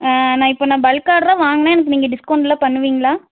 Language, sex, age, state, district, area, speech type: Tamil, female, 30-45, Tamil Nadu, Nilgiris, urban, conversation